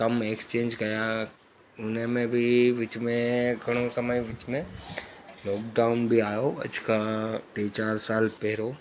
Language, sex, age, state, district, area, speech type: Sindhi, male, 30-45, Gujarat, Surat, urban, spontaneous